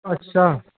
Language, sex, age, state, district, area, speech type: Punjabi, male, 18-30, Punjab, Ludhiana, urban, conversation